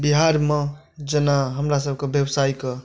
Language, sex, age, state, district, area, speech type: Maithili, male, 45-60, Bihar, Madhubani, urban, spontaneous